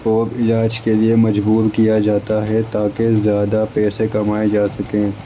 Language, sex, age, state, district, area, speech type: Urdu, male, 18-30, Delhi, East Delhi, urban, spontaneous